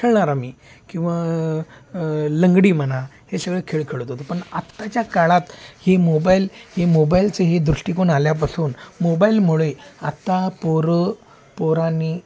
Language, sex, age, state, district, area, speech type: Marathi, male, 45-60, Maharashtra, Sangli, urban, spontaneous